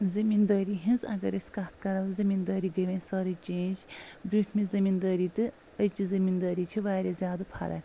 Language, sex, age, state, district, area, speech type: Kashmiri, female, 30-45, Jammu and Kashmir, Anantnag, rural, spontaneous